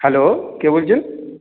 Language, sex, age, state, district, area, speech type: Bengali, male, 30-45, West Bengal, Purulia, rural, conversation